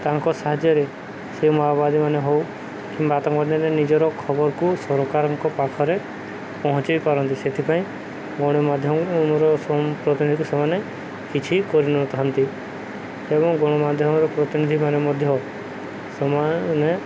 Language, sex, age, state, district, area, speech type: Odia, male, 30-45, Odisha, Subarnapur, urban, spontaneous